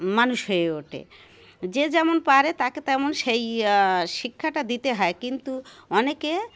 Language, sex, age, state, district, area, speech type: Bengali, female, 45-60, West Bengal, Darjeeling, urban, spontaneous